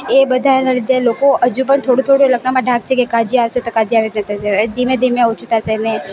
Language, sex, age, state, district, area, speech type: Gujarati, female, 18-30, Gujarat, Valsad, rural, spontaneous